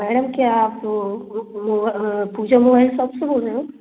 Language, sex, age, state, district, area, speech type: Hindi, female, 30-45, Madhya Pradesh, Gwalior, rural, conversation